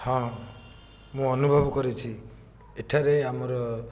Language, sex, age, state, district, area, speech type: Odia, male, 60+, Odisha, Jajpur, rural, spontaneous